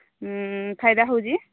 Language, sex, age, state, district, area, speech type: Odia, female, 45-60, Odisha, Sambalpur, rural, conversation